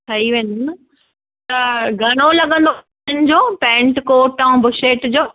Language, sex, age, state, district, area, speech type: Sindhi, female, 30-45, Maharashtra, Thane, urban, conversation